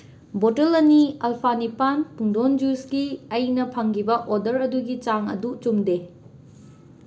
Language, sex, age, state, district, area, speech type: Manipuri, female, 45-60, Manipur, Imphal West, urban, read